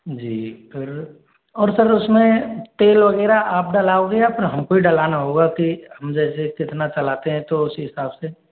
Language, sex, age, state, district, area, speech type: Hindi, male, 45-60, Rajasthan, Jaipur, urban, conversation